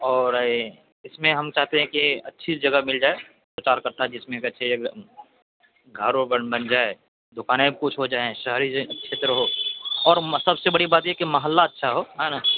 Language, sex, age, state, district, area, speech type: Urdu, male, 18-30, Bihar, Purnia, rural, conversation